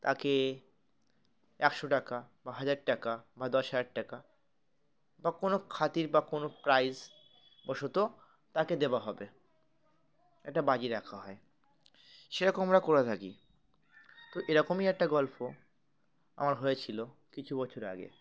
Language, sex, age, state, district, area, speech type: Bengali, male, 18-30, West Bengal, Uttar Dinajpur, urban, spontaneous